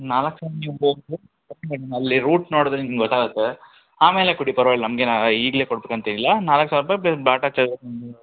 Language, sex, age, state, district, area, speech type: Kannada, male, 60+, Karnataka, Bangalore Urban, urban, conversation